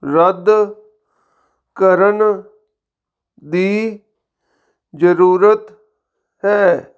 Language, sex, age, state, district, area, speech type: Punjabi, male, 45-60, Punjab, Fazilka, rural, read